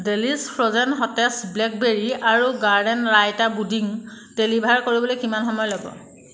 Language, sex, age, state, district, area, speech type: Assamese, female, 30-45, Assam, Jorhat, urban, read